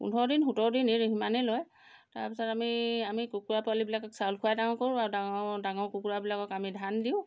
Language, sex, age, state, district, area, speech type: Assamese, female, 45-60, Assam, Golaghat, rural, spontaneous